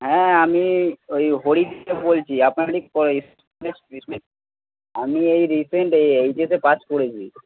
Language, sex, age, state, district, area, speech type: Bengali, male, 18-30, West Bengal, Purba Bardhaman, urban, conversation